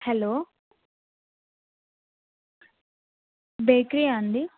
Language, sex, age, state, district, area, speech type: Telugu, female, 18-30, Telangana, Adilabad, urban, conversation